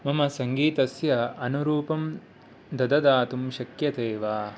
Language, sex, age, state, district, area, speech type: Sanskrit, male, 18-30, Karnataka, Mysore, urban, read